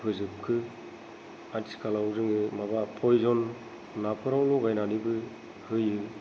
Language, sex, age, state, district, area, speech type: Bodo, female, 45-60, Assam, Kokrajhar, rural, spontaneous